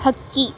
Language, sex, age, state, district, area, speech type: Kannada, female, 18-30, Karnataka, Mysore, urban, read